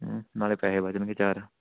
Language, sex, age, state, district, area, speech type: Punjabi, male, 18-30, Punjab, Fatehgarh Sahib, rural, conversation